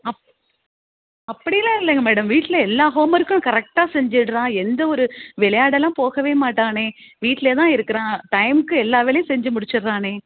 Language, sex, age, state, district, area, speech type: Tamil, female, 45-60, Tamil Nadu, Thanjavur, rural, conversation